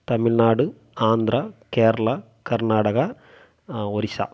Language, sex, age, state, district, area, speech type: Tamil, male, 30-45, Tamil Nadu, Coimbatore, rural, spontaneous